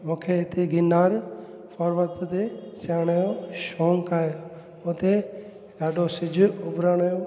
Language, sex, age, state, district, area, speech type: Sindhi, male, 30-45, Gujarat, Junagadh, urban, spontaneous